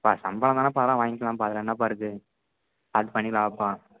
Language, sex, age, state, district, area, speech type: Tamil, male, 18-30, Tamil Nadu, Tiruppur, rural, conversation